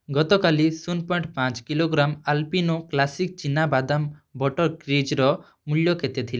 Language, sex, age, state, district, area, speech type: Odia, male, 30-45, Odisha, Kalahandi, rural, read